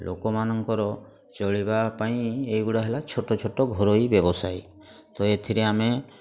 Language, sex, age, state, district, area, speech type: Odia, male, 45-60, Odisha, Mayurbhanj, rural, spontaneous